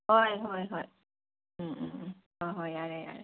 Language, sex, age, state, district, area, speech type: Manipuri, female, 30-45, Manipur, Senapati, rural, conversation